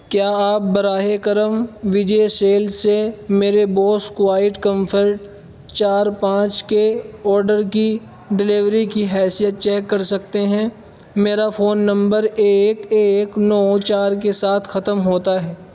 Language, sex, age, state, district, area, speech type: Urdu, male, 18-30, Uttar Pradesh, Saharanpur, urban, read